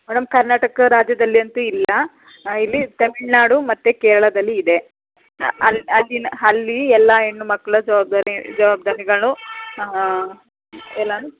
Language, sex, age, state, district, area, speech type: Kannada, female, 30-45, Karnataka, Chamarajanagar, rural, conversation